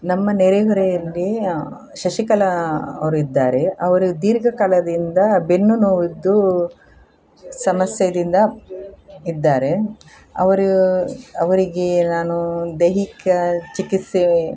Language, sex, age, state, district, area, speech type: Kannada, female, 60+, Karnataka, Udupi, rural, spontaneous